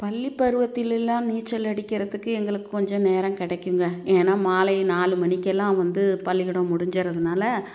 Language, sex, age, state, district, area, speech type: Tamil, female, 60+, Tamil Nadu, Tiruchirappalli, rural, spontaneous